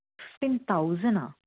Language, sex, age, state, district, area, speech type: Telugu, female, 45-60, Andhra Pradesh, N T Rama Rao, rural, conversation